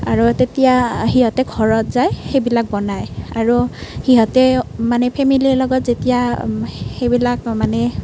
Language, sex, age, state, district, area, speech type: Assamese, female, 18-30, Assam, Nalbari, rural, spontaneous